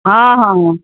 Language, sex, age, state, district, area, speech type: Urdu, female, 60+, Bihar, Khagaria, rural, conversation